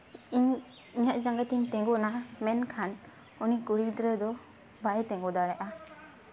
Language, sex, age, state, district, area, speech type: Santali, female, 18-30, West Bengal, Jhargram, rural, spontaneous